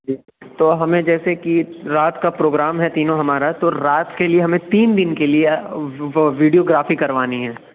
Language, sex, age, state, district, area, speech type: Urdu, male, 30-45, Uttar Pradesh, Lucknow, urban, conversation